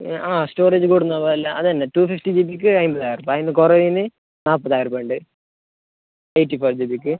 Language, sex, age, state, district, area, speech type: Malayalam, male, 18-30, Kerala, Kasaragod, rural, conversation